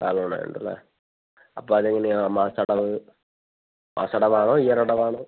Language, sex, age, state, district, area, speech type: Malayalam, female, 18-30, Kerala, Kozhikode, urban, conversation